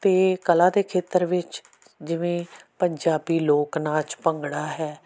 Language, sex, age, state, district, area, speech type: Punjabi, female, 45-60, Punjab, Amritsar, urban, spontaneous